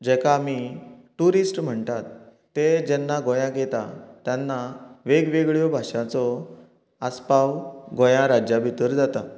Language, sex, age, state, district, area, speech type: Goan Konkani, male, 30-45, Goa, Canacona, rural, spontaneous